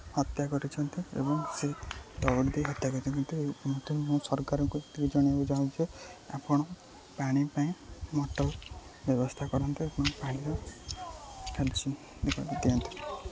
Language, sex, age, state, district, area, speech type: Odia, male, 18-30, Odisha, Jagatsinghpur, rural, spontaneous